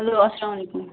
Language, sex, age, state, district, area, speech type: Kashmiri, female, 30-45, Jammu and Kashmir, Bandipora, rural, conversation